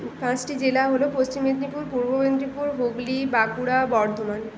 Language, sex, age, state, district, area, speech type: Bengali, female, 18-30, West Bengal, Paschim Medinipur, rural, spontaneous